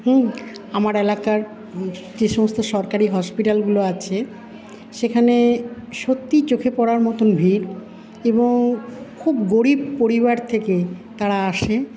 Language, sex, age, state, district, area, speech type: Bengali, female, 45-60, West Bengal, Paschim Bardhaman, urban, spontaneous